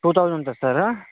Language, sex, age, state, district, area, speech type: Telugu, male, 18-30, Andhra Pradesh, Vizianagaram, rural, conversation